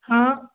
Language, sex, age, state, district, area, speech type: Sindhi, female, 30-45, Gujarat, Surat, urban, conversation